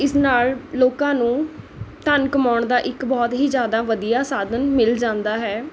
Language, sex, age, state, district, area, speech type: Punjabi, female, 18-30, Punjab, Mohali, rural, spontaneous